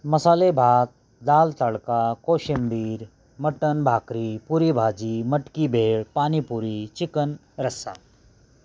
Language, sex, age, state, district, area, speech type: Marathi, male, 45-60, Maharashtra, Osmanabad, rural, spontaneous